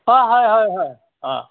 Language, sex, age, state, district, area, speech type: Assamese, male, 60+, Assam, Golaghat, urban, conversation